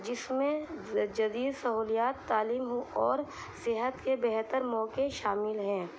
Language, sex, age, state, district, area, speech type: Urdu, female, 18-30, Delhi, East Delhi, urban, spontaneous